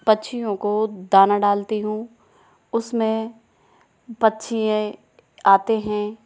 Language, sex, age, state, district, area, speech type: Hindi, female, 30-45, Rajasthan, Karauli, rural, spontaneous